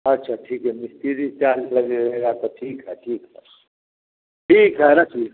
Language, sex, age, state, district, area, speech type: Hindi, male, 60+, Bihar, Samastipur, rural, conversation